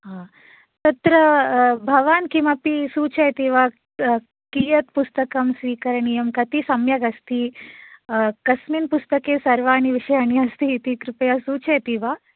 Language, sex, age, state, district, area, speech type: Sanskrit, female, 18-30, Karnataka, Shimoga, urban, conversation